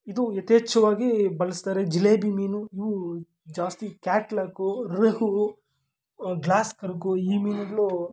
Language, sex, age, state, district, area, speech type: Kannada, male, 18-30, Karnataka, Kolar, rural, spontaneous